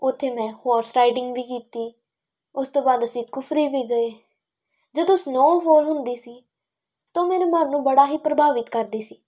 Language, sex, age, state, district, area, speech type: Punjabi, female, 18-30, Punjab, Tarn Taran, rural, spontaneous